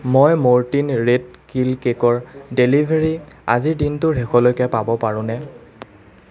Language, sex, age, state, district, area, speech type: Assamese, male, 30-45, Assam, Nalbari, rural, read